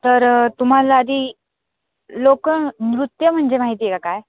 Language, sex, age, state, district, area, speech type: Marathi, female, 18-30, Maharashtra, Nashik, urban, conversation